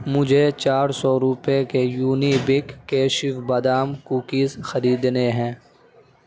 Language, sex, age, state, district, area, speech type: Urdu, male, 18-30, Delhi, Central Delhi, urban, read